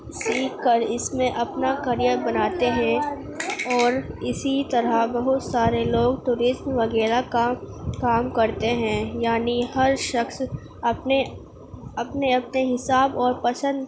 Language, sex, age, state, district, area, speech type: Urdu, female, 18-30, Uttar Pradesh, Gautam Buddha Nagar, urban, spontaneous